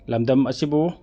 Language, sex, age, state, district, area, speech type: Manipuri, male, 45-60, Manipur, Churachandpur, urban, read